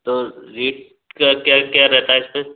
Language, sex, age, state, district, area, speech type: Hindi, male, 45-60, Madhya Pradesh, Gwalior, rural, conversation